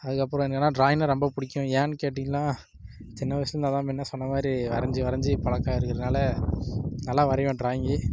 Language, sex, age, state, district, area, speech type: Tamil, male, 18-30, Tamil Nadu, Dharmapuri, rural, spontaneous